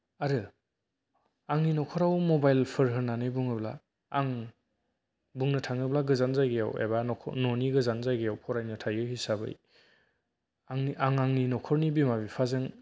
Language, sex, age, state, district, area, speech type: Bodo, male, 18-30, Assam, Kokrajhar, rural, spontaneous